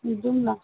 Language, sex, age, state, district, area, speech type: Nepali, female, 60+, West Bengal, Darjeeling, urban, conversation